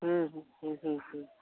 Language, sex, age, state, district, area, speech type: Bengali, male, 30-45, West Bengal, Jalpaiguri, rural, conversation